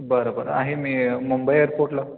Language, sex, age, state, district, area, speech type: Marathi, male, 18-30, Maharashtra, Kolhapur, urban, conversation